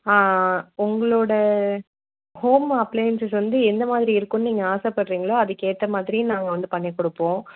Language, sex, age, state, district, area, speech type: Tamil, female, 30-45, Tamil Nadu, Mayiladuthurai, urban, conversation